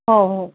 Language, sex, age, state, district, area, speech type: Marathi, female, 30-45, Maharashtra, Nagpur, urban, conversation